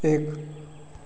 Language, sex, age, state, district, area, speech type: Hindi, male, 30-45, Bihar, Begusarai, rural, read